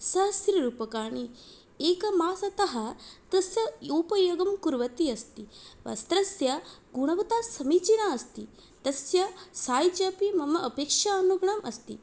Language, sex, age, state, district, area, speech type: Sanskrit, female, 18-30, Odisha, Puri, rural, spontaneous